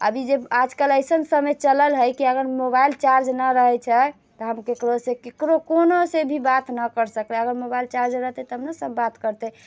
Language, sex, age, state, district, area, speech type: Maithili, female, 30-45, Bihar, Muzaffarpur, rural, spontaneous